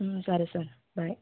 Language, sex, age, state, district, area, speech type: Telugu, female, 18-30, Andhra Pradesh, Vizianagaram, urban, conversation